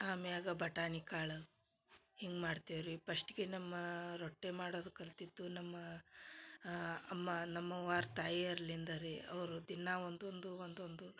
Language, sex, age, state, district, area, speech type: Kannada, female, 30-45, Karnataka, Dharwad, rural, spontaneous